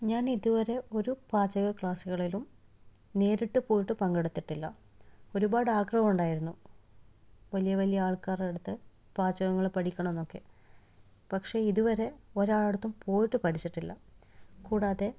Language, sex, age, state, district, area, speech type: Malayalam, female, 30-45, Kerala, Kannur, rural, spontaneous